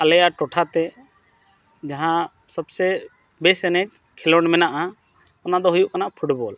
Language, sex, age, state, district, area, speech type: Santali, male, 45-60, Jharkhand, Bokaro, rural, spontaneous